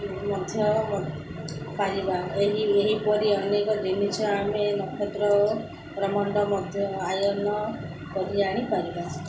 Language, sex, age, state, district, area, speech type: Odia, female, 30-45, Odisha, Sundergarh, urban, spontaneous